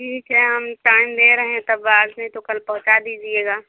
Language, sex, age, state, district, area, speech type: Hindi, female, 30-45, Uttar Pradesh, Jaunpur, rural, conversation